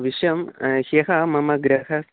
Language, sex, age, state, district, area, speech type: Sanskrit, male, 18-30, Kerala, Thiruvananthapuram, urban, conversation